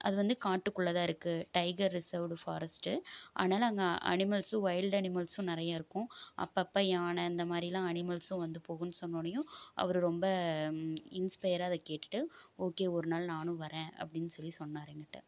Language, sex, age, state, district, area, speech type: Tamil, female, 30-45, Tamil Nadu, Erode, rural, spontaneous